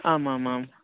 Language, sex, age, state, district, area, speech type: Sanskrit, male, 30-45, Karnataka, Bangalore Urban, urban, conversation